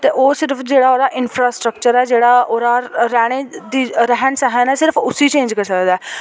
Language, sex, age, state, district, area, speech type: Dogri, female, 18-30, Jammu and Kashmir, Jammu, rural, spontaneous